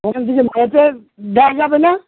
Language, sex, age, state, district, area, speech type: Bengali, female, 60+, West Bengal, Darjeeling, rural, conversation